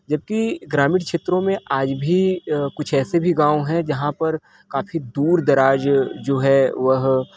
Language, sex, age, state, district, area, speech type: Hindi, male, 30-45, Uttar Pradesh, Mirzapur, rural, spontaneous